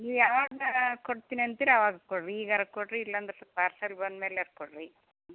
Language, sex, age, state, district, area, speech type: Kannada, female, 60+, Karnataka, Gadag, rural, conversation